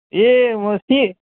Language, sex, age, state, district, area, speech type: Nepali, male, 18-30, West Bengal, Kalimpong, rural, conversation